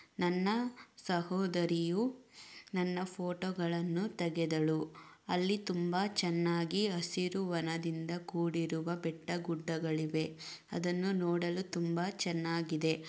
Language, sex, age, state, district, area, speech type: Kannada, female, 18-30, Karnataka, Chamarajanagar, rural, spontaneous